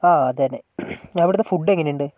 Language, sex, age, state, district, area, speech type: Malayalam, female, 18-30, Kerala, Wayanad, rural, spontaneous